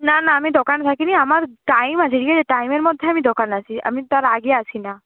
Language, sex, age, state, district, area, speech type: Bengali, female, 30-45, West Bengal, Purba Medinipur, rural, conversation